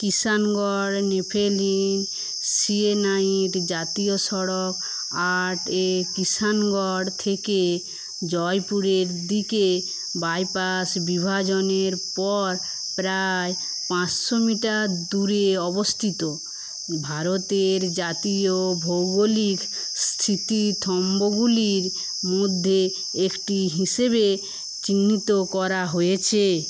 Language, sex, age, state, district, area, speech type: Bengali, female, 60+, West Bengal, Paschim Medinipur, rural, read